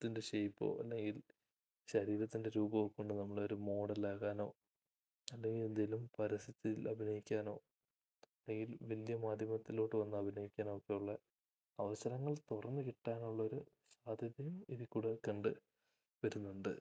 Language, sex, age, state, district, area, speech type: Malayalam, male, 18-30, Kerala, Idukki, rural, spontaneous